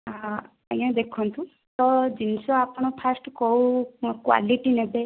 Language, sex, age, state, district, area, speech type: Odia, female, 18-30, Odisha, Kandhamal, rural, conversation